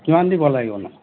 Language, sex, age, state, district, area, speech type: Assamese, male, 45-60, Assam, Golaghat, rural, conversation